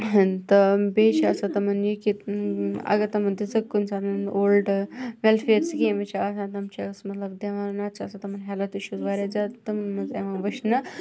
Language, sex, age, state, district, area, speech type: Kashmiri, female, 18-30, Jammu and Kashmir, Kupwara, urban, spontaneous